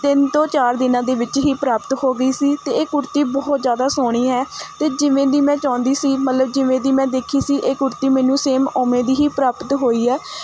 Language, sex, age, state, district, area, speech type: Punjabi, female, 30-45, Punjab, Mohali, urban, spontaneous